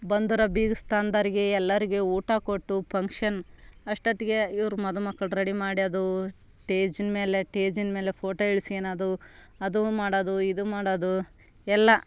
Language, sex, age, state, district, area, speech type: Kannada, female, 30-45, Karnataka, Vijayanagara, rural, spontaneous